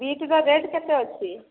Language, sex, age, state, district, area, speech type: Odia, female, 30-45, Odisha, Boudh, rural, conversation